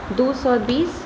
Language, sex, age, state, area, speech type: Maithili, female, 45-60, Bihar, urban, spontaneous